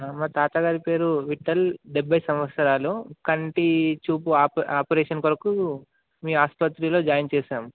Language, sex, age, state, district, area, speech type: Telugu, male, 18-30, Telangana, Mahabubabad, urban, conversation